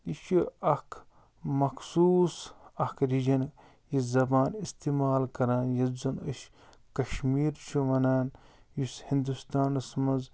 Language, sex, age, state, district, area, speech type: Kashmiri, male, 30-45, Jammu and Kashmir, Ganderbal, rural, spontaneous